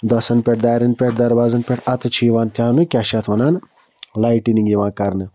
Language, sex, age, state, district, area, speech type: Kashmiri, male, 60+, Jammu and Kashmir, Budgam, rural, spontaneous